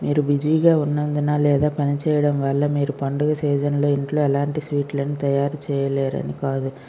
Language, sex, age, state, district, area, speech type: Telugu, female, 60+, Andhra Pradesh, Vizianagaram, rural, spontaneous